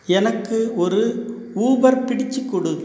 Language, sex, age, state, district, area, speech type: Tamil, male, 45-60, Tamil Nadu, Cuddalore, urban, read